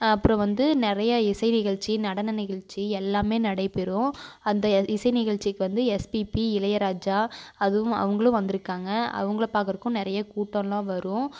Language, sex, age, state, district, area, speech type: Tamil, female, 18-30, Tamil Nadu, Coimbatore, rural, spontaneous